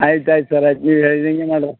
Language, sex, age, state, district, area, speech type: Kannada, male, 60+, Karnataka, Bidar, urban, conversation